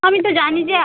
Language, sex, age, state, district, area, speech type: Bengali, female, 18-30, West Bengal, Bankura, rural, conversation